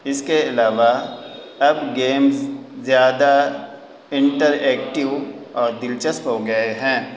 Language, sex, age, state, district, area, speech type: Urdu, male, 45-60, Bihar, Gaya, urban, spontaneous